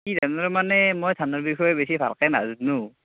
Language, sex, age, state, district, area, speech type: Assamese, male, 18-30, Assam, Nalbari, rural, conversation